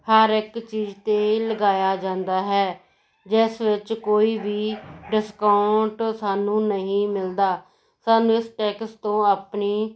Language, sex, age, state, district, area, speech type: Punjabi, female, 45-60, Punjab, Moga, rural, spontaneous